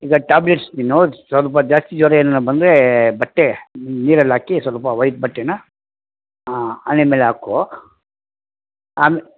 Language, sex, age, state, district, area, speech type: Kannada, male, 45-60, Karnataka, Bangalore Rural, rural, conversation